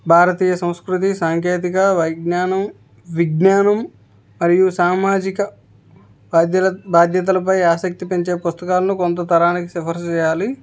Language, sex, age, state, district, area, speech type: Telugu, male, 18-30, Andhra Pradesh, N T Rama Rao, urban, spontaneous